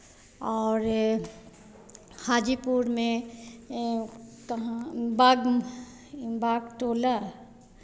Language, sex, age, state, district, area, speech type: Hindi, female, 45-60, Bihar, Vaishali, urban, spontaneous